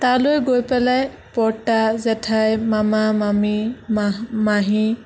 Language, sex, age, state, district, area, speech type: Assamese, female, 18-30, Assam, Sonitpur, rural, spontaneous